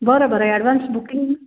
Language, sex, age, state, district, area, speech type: Marathi, female, 45-60, Maharashtra, Wardha, urban, conversation